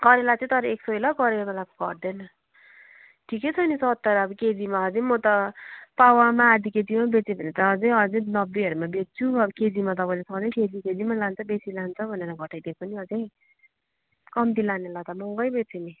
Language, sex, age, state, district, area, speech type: Nepali, female, 30-45, West Bengal, Darjeeling, rural, conversation